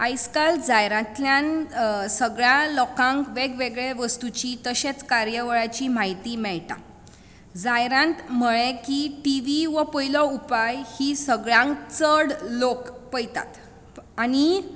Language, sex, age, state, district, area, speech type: Goan Konkani, female, 18-30, Goa, Bardez, urban, spontaneous